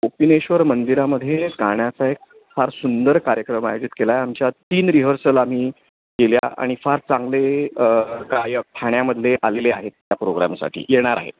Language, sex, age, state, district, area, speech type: Marathi, male, 60+, Maharashtra, Thane, urban, conversation